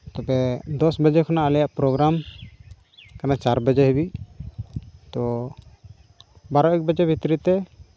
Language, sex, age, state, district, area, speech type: Santali, male, 18-30, Jharkhand, Pakur, rural, spontaneous